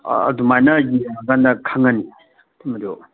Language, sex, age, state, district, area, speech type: Manipuri, male, 45-60, Manipur, Kangpokpi, urban, conversation